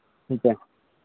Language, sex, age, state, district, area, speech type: Hindi, male, 30-45, Bihar, Madhepura, rural, conversation